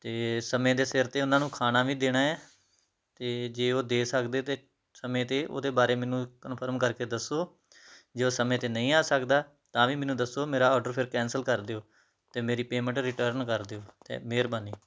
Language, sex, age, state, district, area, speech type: Punjabi, male, 30-45, Punjab, Tarn Taran, rural, spontaneous